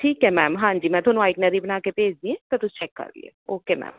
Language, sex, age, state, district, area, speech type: Punjabi, female, 30-45, Punjab, Bathinda, urban, conversation